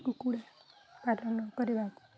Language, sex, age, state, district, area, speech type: Odia, female, 18-30, Odisha, Nuapada, urban, spontaneous